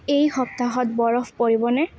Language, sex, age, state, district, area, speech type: Assamese, female, 18-30, Assam, Kamrup Metropolitan, rural, read